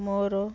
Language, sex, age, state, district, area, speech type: Odia, female, 60+, Odisha, Ganjam, urban, spontaneous